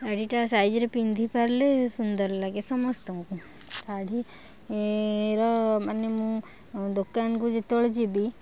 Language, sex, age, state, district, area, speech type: Odia, female, 60+, Odisha, Kendujhar, urban, spontaneous